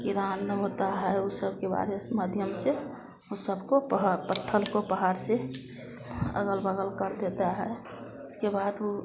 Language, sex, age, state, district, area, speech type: Hindi, female, 30-45, Bihar, Madhepura, rural, spontaneous